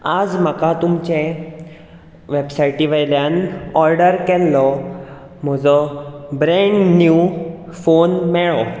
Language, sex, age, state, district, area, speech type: Goan Konkani, male, 18-30, Goa, Bardez, urban, spontaneous